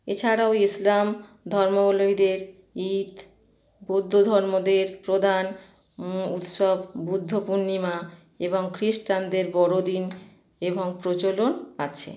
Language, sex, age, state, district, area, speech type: Bengali, female, 45-60, West Bengal, Howrah, urban, spontaneous